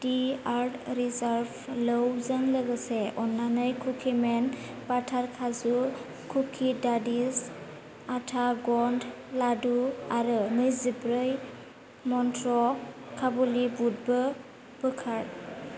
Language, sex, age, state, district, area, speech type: Bodo, female, 18-30, Assam, Kokrajhar, urban, read